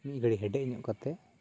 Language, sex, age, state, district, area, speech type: Santali, male, 18-30, West Bengal, Purba Bardhaman, rural, spontaneous